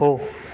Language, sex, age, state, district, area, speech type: Marathi, male, 30-45, Maharashtra, Mumbai Suburban, urban, read